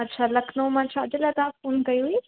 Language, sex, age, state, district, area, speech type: Sindhi, female, 18-30, Uttar Pradesh, Lucknow, rural, conversation